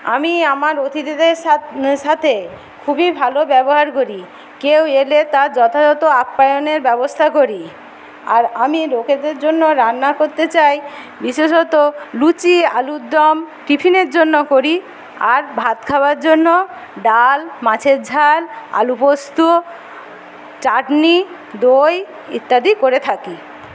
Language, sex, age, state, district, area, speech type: Bengali, female, 60+, West Bengal, Paschim Medinipur, rural, spontaneous